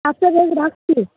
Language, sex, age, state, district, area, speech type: Bengali, female, 18-30, West Bengal, Cooch Behar, urban, conversation